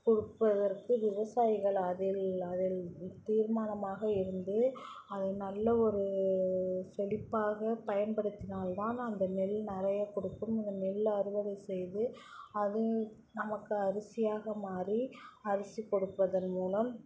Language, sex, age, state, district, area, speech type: Tamil, female, 18-30, Tamil Nadu, Thanjavur, rural, spontaneous